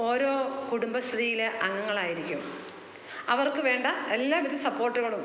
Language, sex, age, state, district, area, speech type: Malayalam, female, 45-60, Kerala, Alappuzha, rural, spontaneous